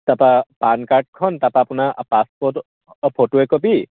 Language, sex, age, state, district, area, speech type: Assamese, male, 18-30, Assam, Lakhimpur, urban, conversation